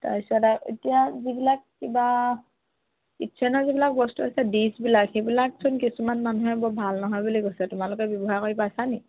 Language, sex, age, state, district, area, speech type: Assamese, female, 18-30, Assam, Lakhimpur, rural, conversation